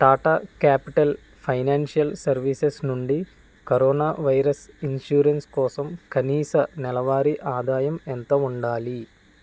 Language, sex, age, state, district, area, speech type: Telugu, male, 18-30, Andhra Pradesh, Kakinada, rural, read